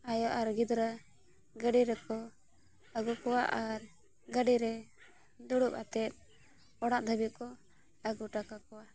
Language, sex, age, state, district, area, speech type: Santali, female, 18-30, Jharkhand, Bokaro, rural, spontaneous